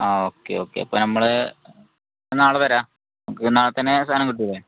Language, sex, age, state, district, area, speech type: Malayalam, male, 18-30, Kerala, Malappuram, urban, conversation